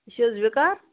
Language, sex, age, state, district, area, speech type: Kashmiri, male, 18-30, Jammu and Kashmir, Bandipora, rural, conversation